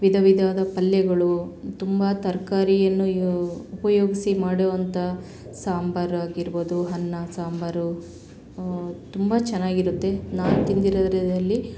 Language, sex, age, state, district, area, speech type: Kannada, female, 30-45, Karnataka, Chitradurga, urban, spontaneous